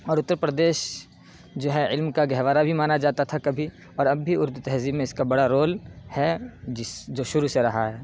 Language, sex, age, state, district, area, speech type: Urdu, male, 18-30, Uttar Pradesh, Saharanpur, urban, spontaneous